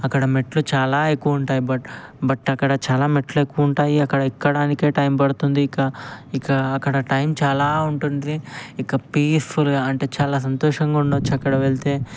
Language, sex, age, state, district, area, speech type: Telugu, male, 18-30, Telangana, Ranga Reddy, urban, spontaneous